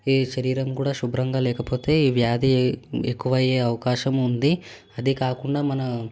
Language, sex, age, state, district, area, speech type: Telugu, male, 18-30, Telangana, Hyderabad, urban, spontaneous